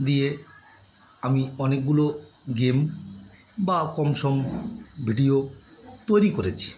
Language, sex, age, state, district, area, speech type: Bengali, male, 45-60, West Bengal, Birbhum, urban, spontaneous